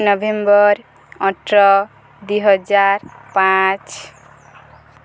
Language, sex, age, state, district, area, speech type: Odia, female, 18-30, Odisha, Nuapada, urban, spontaneous